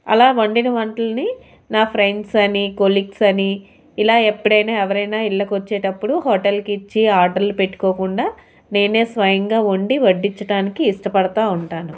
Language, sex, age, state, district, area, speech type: Telugu, female, 30-45, Andhra Pradesh, Anakapalli, urban, spontaneous